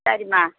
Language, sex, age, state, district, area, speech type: Tamil, female, 60+, Tamil Nadu, Viluppuram, rural, conversation